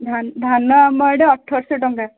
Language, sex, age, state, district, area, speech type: Odia, female, 18-30, Odisha, Kendujhar, urban, conversation